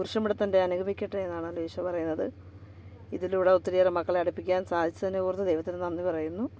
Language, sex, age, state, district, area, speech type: Malayalam, female, 45-60, Kerala, Kollam, rural, spontaneous